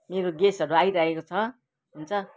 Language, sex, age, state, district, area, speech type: Nepali, female, 60+, West Bengal, Kalimpong, rural, spontaneous